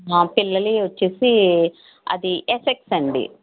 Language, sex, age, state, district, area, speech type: Telugu, female, 18-30, Andhra Pradesh, Konaseema, rural, conversation